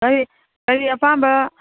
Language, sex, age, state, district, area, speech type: Manipuri, female, 60+, Manipur, Imphal East, rural, conversation